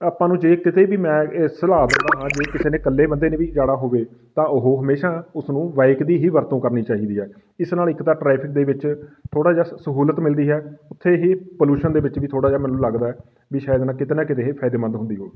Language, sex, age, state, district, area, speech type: Punjabi, male, 30-45, Punjab, Fatehgarh Sahib, rural, spontaneous